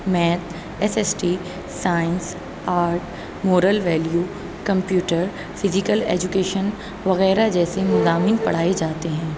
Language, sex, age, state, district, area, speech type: Urdu, female, 30-45, Uttar Pradesh, Aligarh, urban, spontaneous